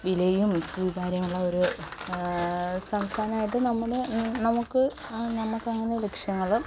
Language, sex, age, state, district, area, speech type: Malayalam, female, 18-30, Kerala, Kollam, urban, spontaneous